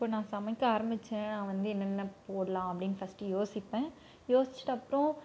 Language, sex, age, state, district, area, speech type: Tamil, female, 18-30, Tamil Nadu, Krishnagiri, rural, spontaneous